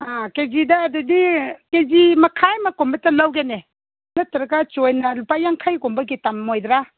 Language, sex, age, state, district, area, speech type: Manipuri, female, 60+, Manipur, Ukhrul, rural, conversation